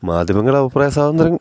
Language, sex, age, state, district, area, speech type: Malayalam, male, 45-60, Kerala, Idukki, rural, spontaneous